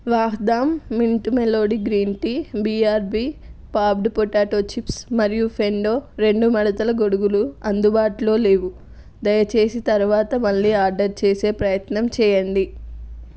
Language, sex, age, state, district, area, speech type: Telugu, female, 18-30, Telangana, Peddapalli, rural, read